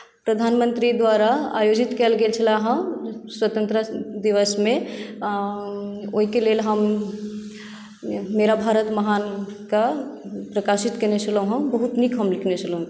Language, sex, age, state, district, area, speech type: Maithili, female, 30-45, Bihar, Madhubani, rural, spontaneous